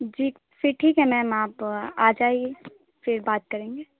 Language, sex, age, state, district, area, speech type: Urdu, female, 18-30, Bihar, Saharsa, rural, conversation